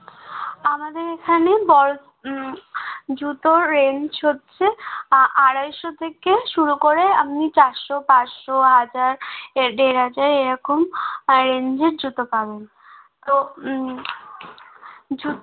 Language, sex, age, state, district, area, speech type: Bengali, female, 18-30, West Bengal, Uttar Dinajpur, urban, conversation